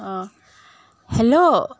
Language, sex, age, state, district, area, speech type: Assamese, female, 30-45, Assam, Jorhat, urban, spontaneous